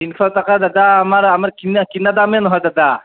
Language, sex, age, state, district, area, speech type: Assamese, male, 18-30, Assam, Nalbari, rural, conversation